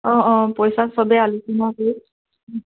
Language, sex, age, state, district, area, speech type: Assamese, female, 30-45, Assam, Charaideo, urban, conversation